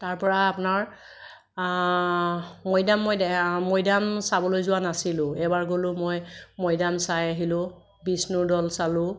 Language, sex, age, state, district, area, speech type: Assamese, female, 30-45, Assam, Kamrup Metropolitan, urban, spontaneous